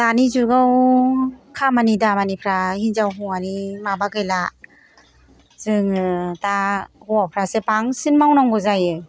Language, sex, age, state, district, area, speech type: Bodo, female, 60+, Assam, Kokrajhar, urban, spontaneous